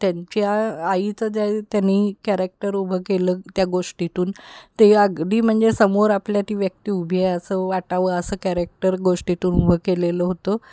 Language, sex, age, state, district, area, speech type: Marathi, female, 45-60, Maharashtra, Kolhapur, urban, spontaneous